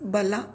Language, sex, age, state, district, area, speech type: Kannada, female, 18-30, Karnataka, Davanagere, rural, read